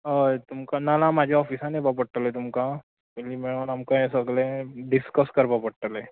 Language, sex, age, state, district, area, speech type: Goan Konkani, male, 18-30, Goa, Quepem, urban, conversation